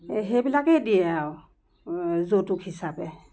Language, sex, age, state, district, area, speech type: Assamese, female, 60+, Assam, Lakhimpur, urban, spontaneous